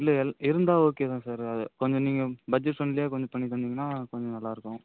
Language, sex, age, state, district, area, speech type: Tamil, male, 30-45, Tamil Nadu, Ariyalur, rural, conversation